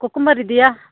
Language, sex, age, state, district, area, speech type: Kannada, female, 30-45, Karnataka, Uttara Kannada, rural, conversation